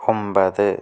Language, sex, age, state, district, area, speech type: Malayalam, male, 18-30, Kerala, Kozhikode, urban, read